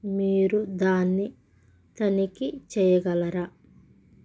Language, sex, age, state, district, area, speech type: Telugu, female, 30-45, Andhra Pradesh, Krishna, rural, read